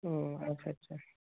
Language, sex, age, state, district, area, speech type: Bengali, male, 30-45, West Bengal, Darjeeling, urban, conversation